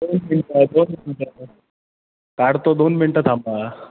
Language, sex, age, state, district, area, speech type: Marathi, male, 30-45, Maharashtra, Ahmednagar, urban, conversation